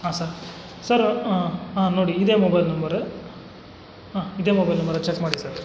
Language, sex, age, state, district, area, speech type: Kannada, male, 60+, Karnataka, Kolar, rural, spontaneous